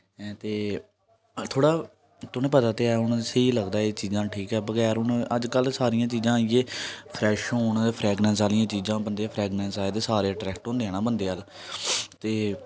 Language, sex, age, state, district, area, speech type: Dogri, male, 18-30, Jammu and Kashmir, Jammu, rural, spontaneous